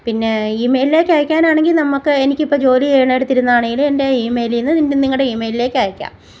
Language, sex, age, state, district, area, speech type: Malayalam, female, 45-60, Kerala, Kottayam, rural, spontaneous